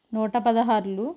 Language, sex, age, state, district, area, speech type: Telugu, female, 45-60, Andhra Pradesh, Konaseema, rural, spontaneous